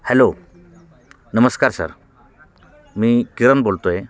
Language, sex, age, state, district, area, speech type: Marathi, male, 45-60, Maharashtra, Nashik, urban, spontaneous